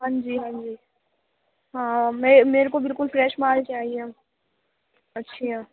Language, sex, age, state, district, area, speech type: Urdu, female, 45-60, Delhi, Central Delhi, rural, conversation